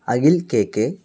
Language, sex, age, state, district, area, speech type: Malayalam, male, 18-30, Kerala, Palakkad, rural, spontaneous